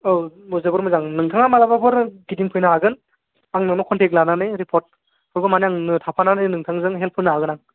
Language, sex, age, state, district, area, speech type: Bodo, male, 18-30, Assam, Chirang, urban, conversation